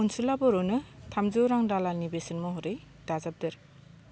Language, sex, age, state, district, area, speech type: Bodo, female, 45-60, Assam, Kokrajhar, rural, read